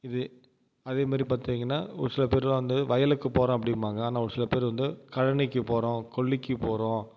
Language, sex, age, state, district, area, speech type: Tamil, male, 30-45, Tamil Nadu, Tiruvarur, rural, spontaneous